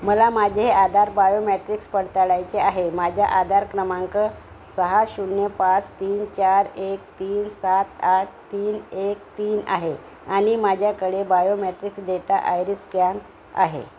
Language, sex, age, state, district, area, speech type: Marathi, female, 60+, Maharashtra, Nagpur, urban, read